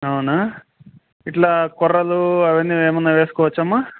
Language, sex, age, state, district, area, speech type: Telugu, male, 30-45, Andhra Pradesh, Kadapa, urban, conversation